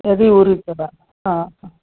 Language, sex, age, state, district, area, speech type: Kannada, female, 60+, Karnataka, Gulbarga, urban, conversation